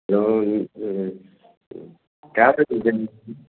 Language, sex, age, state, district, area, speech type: Tamil, male, 60+, Tamil Nadu, Tiruppur, rural, conversation